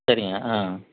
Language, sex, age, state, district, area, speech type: Tamil, male, 45-60, Tamil Nadu, Dharmapuri, urban, conversation